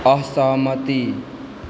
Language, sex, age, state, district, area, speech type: Maithili, male, 18-30, Bihar, Supaul, rural, read